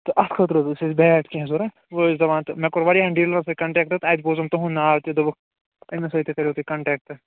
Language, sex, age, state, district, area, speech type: Kashmiri, male, 30-45, Jammu and Kashmir, Ganderbal, urban, conversation